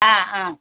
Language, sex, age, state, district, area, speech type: Malayalam, female, 60+, Kerala, Malappuram, rural, conversation